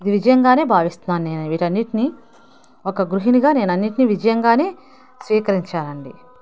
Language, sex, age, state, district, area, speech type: Telugu, female, 30-45, Andhra Pradesh, Nellore, urban, spontaneous